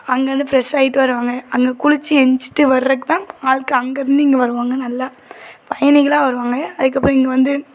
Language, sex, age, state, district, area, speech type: Tamil, female, 18-30, Tamil Nadu, Thoothukudi, rural, spontaneous